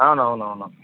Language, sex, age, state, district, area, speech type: Telugu, male, 30-45, Andhra Pradesh, Anantapur, rural, conversation